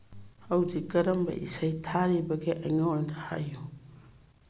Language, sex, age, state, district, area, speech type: Manipuri, female, 60+, Manipur, Churachandpur, urban, read